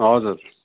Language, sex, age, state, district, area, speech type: Nepali, male, 60+, West Bengal, Kalimpong, rural, conversation